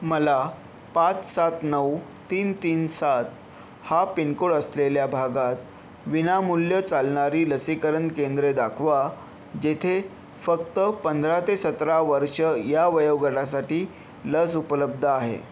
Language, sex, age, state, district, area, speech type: Marathi, male, 30-45, Maharashtra, Yavatmal, urban, read